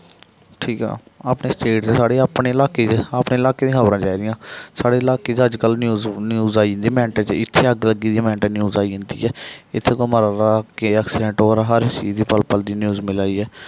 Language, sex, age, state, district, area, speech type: Dogri, male, 18-30, Jammu and Kashmir, Jammu, rural, spontaneous